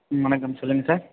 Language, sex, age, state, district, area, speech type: Tamil, male, 18-30, Tamil Nadu, Ranipet, urban, conversation